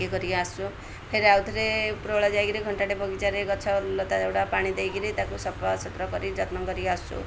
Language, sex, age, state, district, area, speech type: Odia, female, 30-45, Odisha, Ganjam, urban, spontaneous